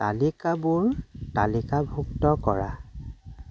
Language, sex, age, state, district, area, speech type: Assamese, male, 45-60, Assam, Dhemaji, rural, read